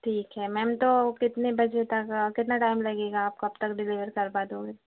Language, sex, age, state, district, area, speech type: Hindi, female, 30-45, Madhya Pradesh, Hoshangabad, rural, conversation